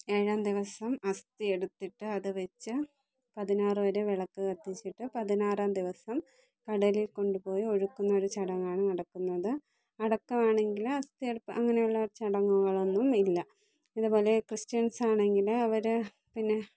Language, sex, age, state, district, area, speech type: Malayalam, female, 30-45, Kerala, Thiruvananthapuram, rural, spontaneous